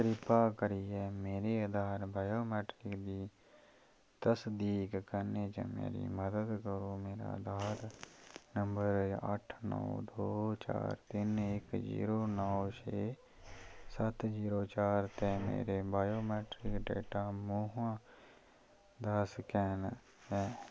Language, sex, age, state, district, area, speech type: Dogri, male, 30-45, Jammu and Kashmir, Kathua, rural, read